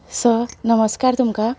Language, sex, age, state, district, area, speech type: Goan Konkani, female, 30-45, Goa, Canacona, urban, spontaneous